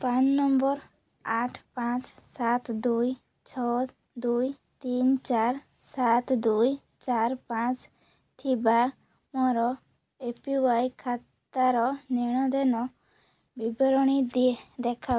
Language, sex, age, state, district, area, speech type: Odia, female, 18-30, Odisha, Balasore, rural, read